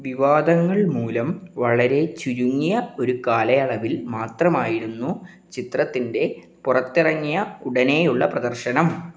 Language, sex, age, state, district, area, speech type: Malayalam, male, 18-30, Kerala, Kannur, rural, read